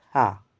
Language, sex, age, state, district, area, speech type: Malayalam, male, 45-60, Kerala, Wayanad, rural, spontaneous